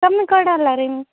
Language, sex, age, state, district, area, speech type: Kannada, female, 18-30, Karnataka, Koppal, urban, conversation